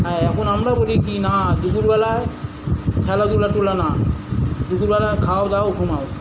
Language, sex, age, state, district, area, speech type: Bengali, male, 45-60, West Bengal, South 24 Parganas, urban, spontaneous